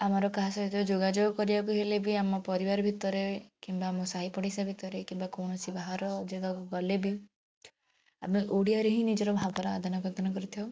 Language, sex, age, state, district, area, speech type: Odia, female, 18-30, Odisha, Bhadrak, rural, spontaneous